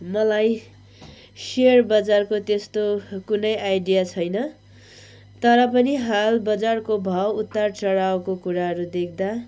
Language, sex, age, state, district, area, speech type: Nepali, female, 30-45, West Bengal, Kalimpong, rural, spontaneous